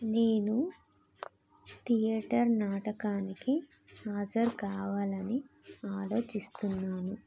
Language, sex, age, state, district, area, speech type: Telugu, female, 30-45, Telangana, Jagtial, rural, spontaneous